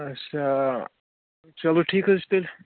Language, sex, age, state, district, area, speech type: Kashmiri, male, 18-30, Jammu and Kashmir, Kupwara, urban, conversation